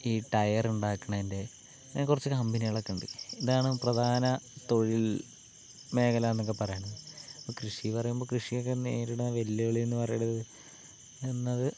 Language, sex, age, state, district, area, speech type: Malayalam, male, 30-45, Kerala, Palakkad, rural, spontaneous